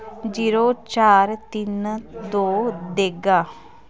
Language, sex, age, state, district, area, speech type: Dogri, female, 18-30, Jammu and Kashmir, Kathua, rural, read